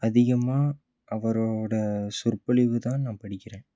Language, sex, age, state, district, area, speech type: Tamil, male, 18-30, Tamil Nadu, Salem, rural, spontaneous